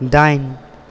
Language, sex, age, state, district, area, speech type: Bodo, male, 18-30, Assam, Chirang, urban, read